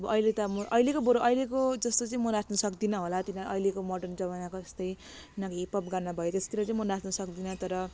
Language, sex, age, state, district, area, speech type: Nepali, female, 30-45, West Bengal, Jalpaiguri, rural, spontaneous